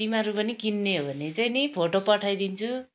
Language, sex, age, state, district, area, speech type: Nepali, female, 45-60, West Bengal, Kalimpong, rural, spontaneous